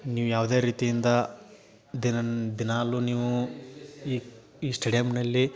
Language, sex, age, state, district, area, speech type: Kannada, male, 30-45, Karnataka, Gadag, rural, spontaneous